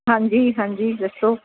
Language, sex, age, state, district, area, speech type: Punjabi, female, 60+, Punjab, Ludhiana, urban, conversation